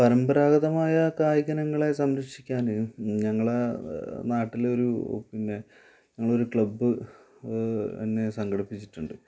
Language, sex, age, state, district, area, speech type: Malayalam, male, 30-45, Kerala, Malappuram, rural, spontaneous